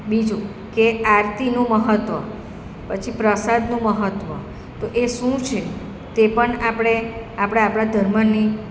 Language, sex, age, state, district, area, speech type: Gujarati, female, 45-60, Gujarat, Surat, urban, spontaneous